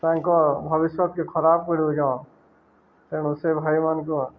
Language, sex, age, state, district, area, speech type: Odia, male, 30-45, Odisha, Balangir, urban, spontaneous